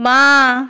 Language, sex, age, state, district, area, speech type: Bengali, female, 45-60, West Bengal, Hooghly, rural, read